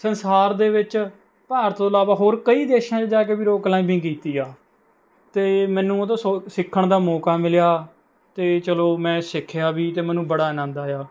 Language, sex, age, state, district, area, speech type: Punjabi, male, 18-30, Punjab, Mohali, rural, spontaneous